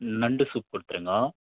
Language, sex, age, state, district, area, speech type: Tamil, male, 18-30, Tamil Nadu, Krishnagiri, rural, conversation